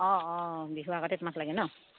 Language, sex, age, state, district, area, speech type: Assamese, female, 30-45, Assam, Sivasagar, rural, conversation